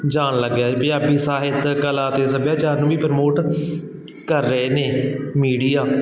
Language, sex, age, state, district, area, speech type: Punjabi, male, 45-60, Punjab, Barnala, rural, spontaneous